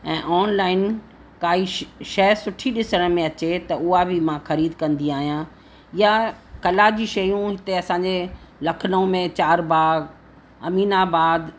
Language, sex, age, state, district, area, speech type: Sindhi, female, 60+, Uttar Pradesh, Lucknow, rural, spontaneous